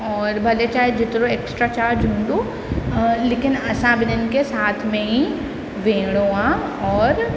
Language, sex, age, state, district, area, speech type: Sindhi, female, 18-30, Uttar Pradesh, Lucknow, urban, spontaneous